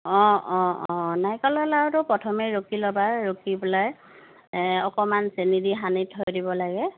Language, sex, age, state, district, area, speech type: Assamese, female, 45-60, Assam, Dibrugarh, rural, conversation